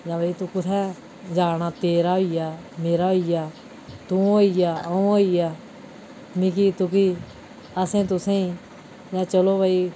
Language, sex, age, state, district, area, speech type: Dogri, female, 45-60, Jammu and Kashmir, Udhampur, urban, spontaneous